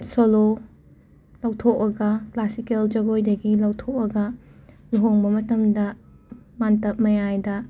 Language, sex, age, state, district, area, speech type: Manipuri, female, 45-60, Manipur, Imphal West, urban, spontaneous